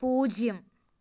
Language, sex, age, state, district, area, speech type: Malayalam, female, 18-30, Kerala, Ernakulam, rural, read